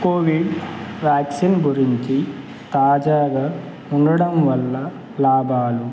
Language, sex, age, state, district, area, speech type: Telugu, male, 18-30, Andhra Pradesh, Annamaya, rural, spontaneous